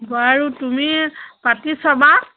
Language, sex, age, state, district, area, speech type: Assamese, female, 30-45, Assam, Majuli, urban, conversation